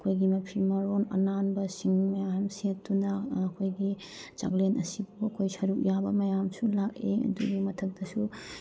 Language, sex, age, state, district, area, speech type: Manipuri, female, 30-45, Manipur, Bishnupur, rural, spontaneous